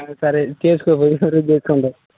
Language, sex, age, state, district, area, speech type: Telugu, male, 18-30, Telangana, Khammam, rural, conversation